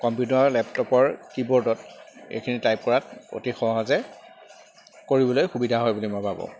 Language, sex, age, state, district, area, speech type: Assamese, male, 30-45, Assam, Jorhat, rural, spontaneous